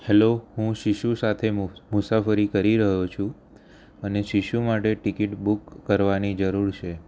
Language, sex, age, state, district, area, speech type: Gujarati, male, 18-30, Gujarat, Kheda, rural, spontaneous